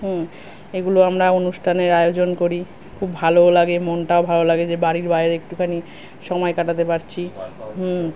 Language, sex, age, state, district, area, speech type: Bengali, female, 30-45, West Bengal, Kolkata, urban, spontaneous